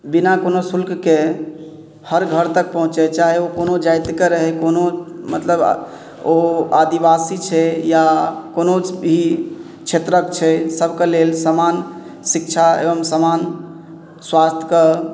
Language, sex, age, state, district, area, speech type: Maithili, male, 30-45, Bihar, Madhubani, rural, spontaneous